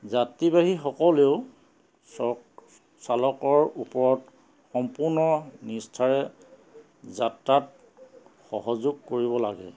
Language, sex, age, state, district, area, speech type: Assamese, male, 45-60, Assam, Charaideo, urban, spontaneous